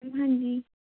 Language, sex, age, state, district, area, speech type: Punjabi, female, 18-30, Punjab, Tarn Taran, rural, conversation